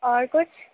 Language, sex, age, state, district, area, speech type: Urdu, female, 18-30, Uttar Pradesh, Gautam Buddha Nagar, rural, conversation